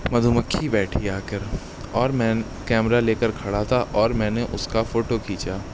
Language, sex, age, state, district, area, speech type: Urdu, male, 18-30, Uttar Pradesh, Shahjahanpur, rural, spontaneous